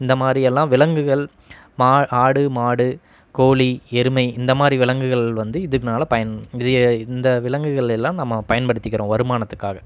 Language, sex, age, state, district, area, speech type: Tamil, male, 30-45, Tamil Nadu, Erode, rural, spontaneous